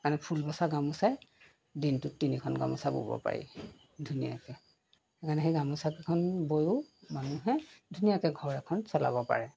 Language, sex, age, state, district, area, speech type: Assamese, female, 45-60, Assam, Golaghat, urban, spontaneous